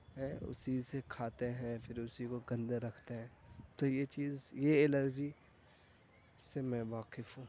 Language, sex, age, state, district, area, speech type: Urdu, male, 18-30, Uttar Pradesh, Gautam Buddha Nagar, rural, spontaneous